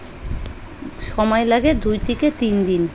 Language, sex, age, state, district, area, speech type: Bengali, female, 45-60, West Bengal, South 24 Parganas, rural, spontaneous